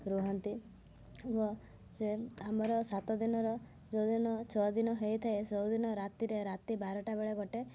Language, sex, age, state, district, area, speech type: Odia, female, 18-30, Odisha, Mayurbhanj, rural, spontaneous